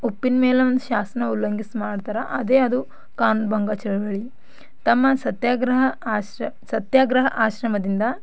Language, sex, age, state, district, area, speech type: Kannada, female, 18-30, Karnataka, Bidar, rural, spontaneous